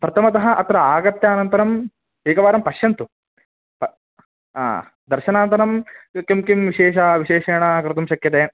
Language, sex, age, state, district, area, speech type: Sanskrit, male, 18-30, Karnataka, Dharwad, urban, conversation